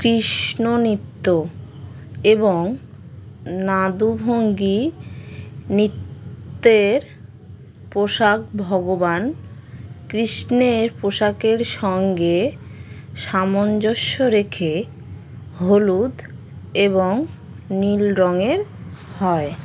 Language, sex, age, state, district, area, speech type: Bengali, female, 18-30, West Bengal, Howrah, urban, read